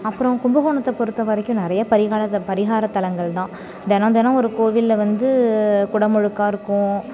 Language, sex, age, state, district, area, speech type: Tamil, female, 30-45, Tamil Nadu, Thanjavur, rural, spontaneous